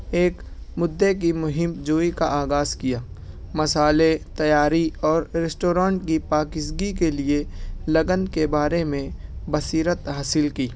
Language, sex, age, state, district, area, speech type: Urdu, male, 18-30, Maharashtra, Nashik, rural, spontaneous